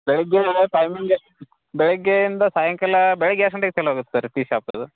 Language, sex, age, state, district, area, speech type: Kannada, male, 30-45, Karnataka, Belgaum, rural, conversation